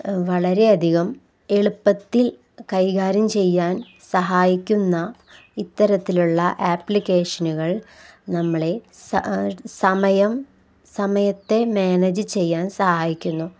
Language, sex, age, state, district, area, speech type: Malayalam, female, 18-30, Kerala, Palakkad, rural, spontaneous